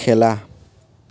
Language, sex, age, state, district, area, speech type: Assamese, male, 18-30, Assam, Tinsukia, urban, read